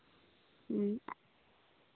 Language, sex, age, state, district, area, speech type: Santali, female, 18-30, Jharkhand, Seraikela Kharsawan, rural, conversation